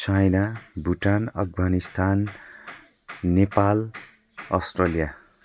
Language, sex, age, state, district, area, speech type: Nepali, male, 45-60, West Bengal, Jalpaiguri, urban, spontaneous